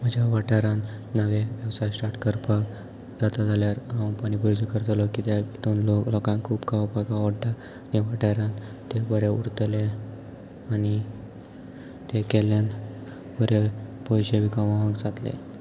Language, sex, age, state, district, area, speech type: Goan Konkani, male, 18-30, Goa, Salcete, rural, spontaneous